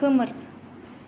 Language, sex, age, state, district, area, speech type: Bodo, female, 30-45, Assam, Kokrajhar, rural, read